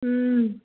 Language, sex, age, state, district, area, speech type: Kannada, female, 45-60, Karnataka, Gulbarga, urban, conversation